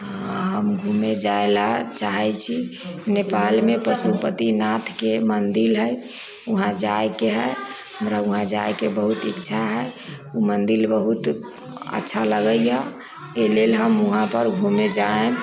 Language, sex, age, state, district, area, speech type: Maithili, female, 60+, Bihar, Sitamarhi, rural, spontaneous